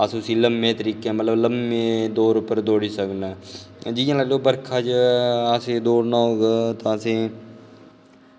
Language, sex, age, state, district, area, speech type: Dogri, male, 18-30, Jammu and Kashmir, Kathua, rural, spontaneous